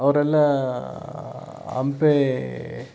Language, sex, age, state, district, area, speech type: Kannada, male, 60+, Karnataka, Chitradurga, rural, spontaneous